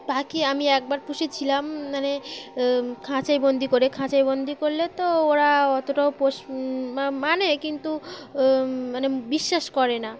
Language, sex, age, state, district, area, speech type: Bengali, female, 18-30, West Bengal, Birbhum, urban, spontaneous